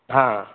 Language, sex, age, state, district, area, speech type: Hindi, male, 60+, Madhya Pradesh, Gwalior, rural, conversation